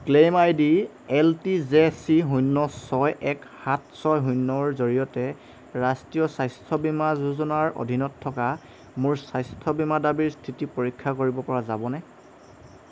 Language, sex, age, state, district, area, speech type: Assamese, male, 18-30, Assam, Golaghat, rural, read